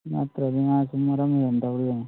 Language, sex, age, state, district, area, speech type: Manipuri, male, 30-45, Manipur, Thoubal, rural, conversation